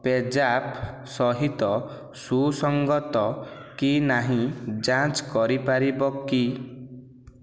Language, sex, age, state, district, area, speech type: Odia, male, 18-30, Odisha, Nayagarh, rural, read